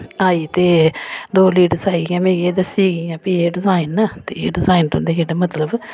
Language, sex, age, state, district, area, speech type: Dogri, female, 30-45, Jammu and Kashmir, Samba, urban, spontaneous